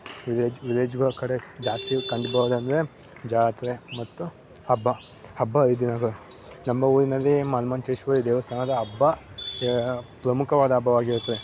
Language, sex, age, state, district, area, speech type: Kannada, male, 18-30, Karnataka, Mandya, rural, spontaneous